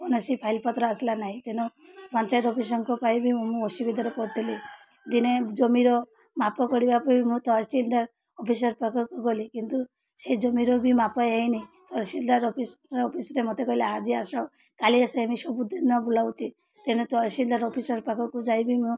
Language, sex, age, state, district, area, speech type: Odia, female, 30-45, Odisha, Malkangiri, urban, spontaneous